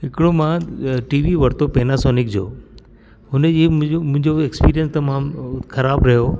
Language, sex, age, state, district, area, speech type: Sindhi, male, 60+, Delhi, South Delhi, urban, spontaneous